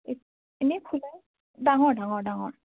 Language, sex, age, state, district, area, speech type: Assamese, female, 18-30, Assam, Nagaon, rural, conversation